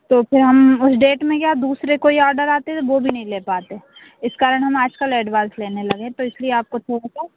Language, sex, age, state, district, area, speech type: Hindi, female, 30-45, Madhya Pradesh, Hoshangabad, rural, conversation